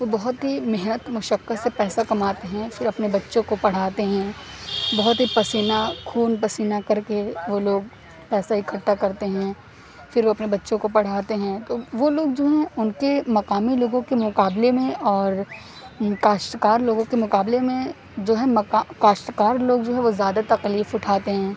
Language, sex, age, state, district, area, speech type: Urdu, female, 18-30, Uttar Pradesh, Aligarh, urban, spontaneous